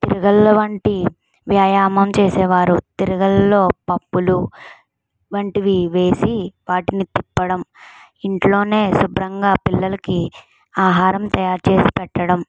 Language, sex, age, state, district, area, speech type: Telugu, female, 45-60, Andhra Pradesh, Kakinada, rural, spontaneous